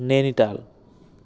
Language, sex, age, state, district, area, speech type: Assamese, male, 30-45, Assam, Dhemaji, rural, spontaneous